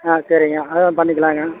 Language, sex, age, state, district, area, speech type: Tamil, male, 60+, Tamil Nadu, Madurai, rural, conversation